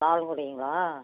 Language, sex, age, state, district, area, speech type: Tamil, female, 60+, Tamil Nadu, Namakkal, rural, conversation